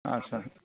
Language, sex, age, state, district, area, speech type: Bodo, male, 45-60, Assam, Kokrajhar, rural, conversation